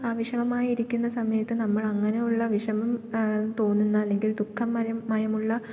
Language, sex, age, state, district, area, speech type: Malayalam, female, 18-30, Kerala, Thiruvananthapuram, rural, spontaneous